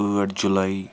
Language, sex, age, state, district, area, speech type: Kashmiri, male, 18-30, Jammu and Kashmir, Srinagar, urban, spontaneous